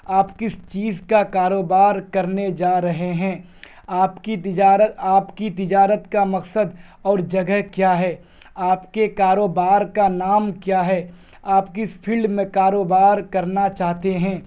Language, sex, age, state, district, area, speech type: Urdu, male, 18-30, Bihar, Purnia, rural, spontaneous